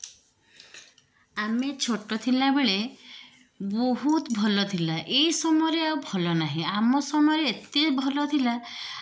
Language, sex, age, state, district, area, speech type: Odia, female, 45-60, Odisha, Puri, urban, spontaneous